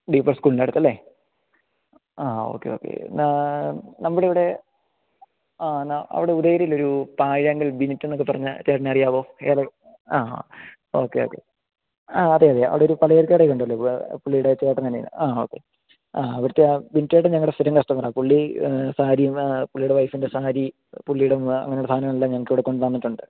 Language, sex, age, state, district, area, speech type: Malayalam, male, 30-45, Kerala, Idukki, rural, conversation